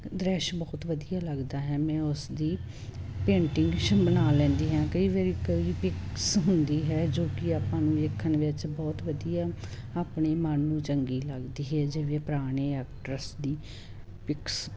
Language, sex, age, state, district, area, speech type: Punjabi, female, 30-45, Punjab, Muktsar, urban, spontaneous